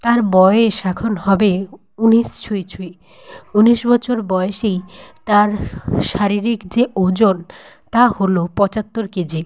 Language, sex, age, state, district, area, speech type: Bengali, female, 18-30, West Bengal, Nadia, rural, spontaneous